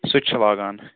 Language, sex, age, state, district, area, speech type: Kashmiri, male, 30-45, Jammu and Kashmir, Srinagar, urban, conversation